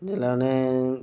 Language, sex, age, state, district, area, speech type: Dogri, male, 18-30, Jammu and Kashmir, Reasi, urban, spontaneous